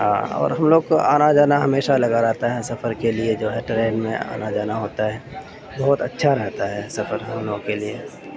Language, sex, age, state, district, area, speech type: Urdu, male, 30-45, Uttar Pradesh, Gautam Buddha Nagar, rural, spontaneous